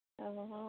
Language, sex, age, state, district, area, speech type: Assamese, female, 18-30, Assam, Darrang, rural, conversation